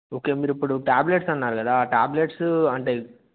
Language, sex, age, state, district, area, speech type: Telugu, male, 18-30, Telangana, Wanaparthy, urban, conversation